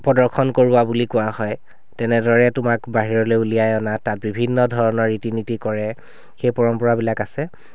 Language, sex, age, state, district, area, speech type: Assamese, male, 30-45, Assam, Sivasagar, urban, spontaneous